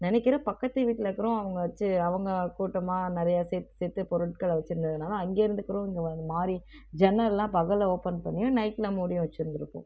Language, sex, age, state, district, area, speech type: Tamil, female, 30-45, Tamil Nadu, Tiruvarur, rural, spontaneous